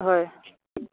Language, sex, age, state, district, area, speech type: Assamese, male, 18-30, Assam, Dhemaji, rural, conversation